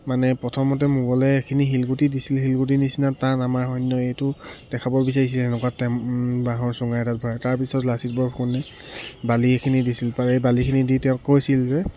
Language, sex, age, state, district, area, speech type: Assamese, male, 30-45, Assam, Charaideo, urban, spontaneous